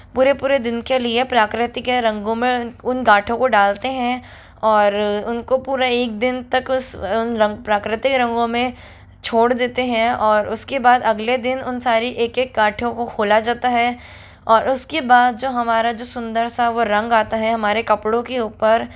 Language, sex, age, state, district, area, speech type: Hindi, female, 18-30, Rajasthan, Jodhpur, urban, spontaneous